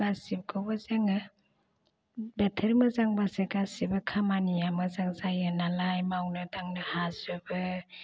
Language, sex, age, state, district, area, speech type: Bodo, female, 45-60, Assam, Chirang, rural, spontaneous